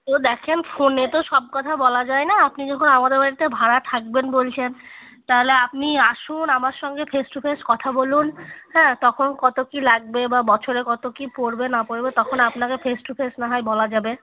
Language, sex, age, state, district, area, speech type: Bengali, female, 30-45, West Bengal, Murshidabad, urban, conversation